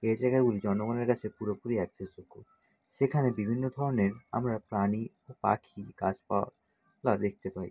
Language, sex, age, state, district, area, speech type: Bengali, male, 60+, West Bengal, Nadia, rural, spontaneous